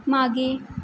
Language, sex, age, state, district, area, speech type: Marathi, female, 18-30, Maharashtra, Mumbai City, urban, read